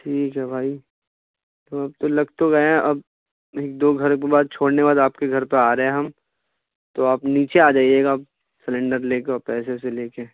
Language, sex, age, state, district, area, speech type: Urdu, male, 18-30, Uttar Pradesh, Ghaziabad, urban, conversation